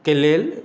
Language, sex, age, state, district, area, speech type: Maithili, male, 45-60, Bihar, Madhubani, rural, spontaneous